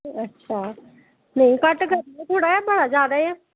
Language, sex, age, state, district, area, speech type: Dogri, female, 30-45, Jammu and Kashmir, Samba, urban, conversation